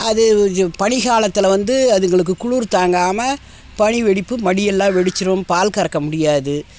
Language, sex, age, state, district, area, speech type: Tamil, female, 60+, Tamil Nadu, Tiruvannamalai, rural, spontaneous